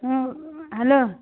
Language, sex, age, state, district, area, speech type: Kannada, female, 30-45, Karnataka, Gadag, urban, conversation